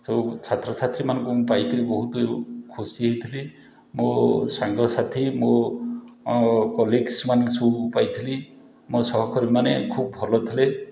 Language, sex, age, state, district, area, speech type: Odia, male, 60+, Odisha, Puri, urban, spontaneous